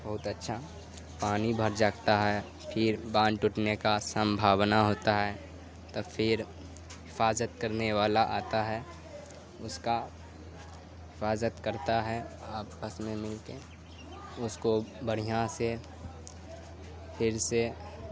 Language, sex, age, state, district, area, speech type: Urdu, male, 18-30, Bihar, Supaul, rural, spontaneous